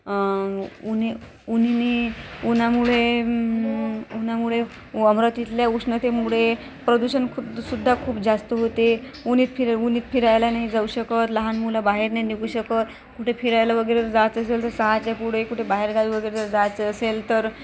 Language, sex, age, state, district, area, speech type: Marathi, female, 30-45, Maharashtra, Amravati, urban, spontaneous